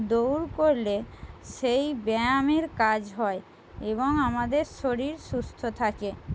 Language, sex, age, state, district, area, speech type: Bengali, female, 45-60, West Bengal, Jhargram, rural, spontaneous